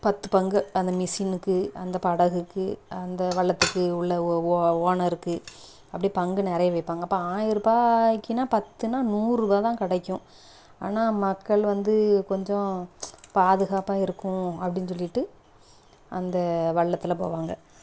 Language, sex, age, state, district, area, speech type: Tamil, female, 30-45, Tamil Nadu, Thoothukudi, rural, spontaneous